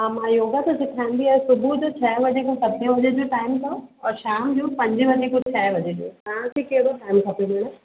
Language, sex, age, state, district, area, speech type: Sindhi, female, 45-60, Uttar Pradesh, Lucknow, urban, conversation